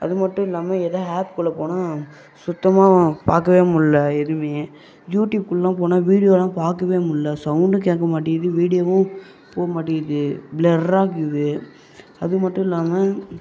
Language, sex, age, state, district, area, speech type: Tamil, male, 30-45, Tamil Nadu, Viluppuram, rural, spontaneous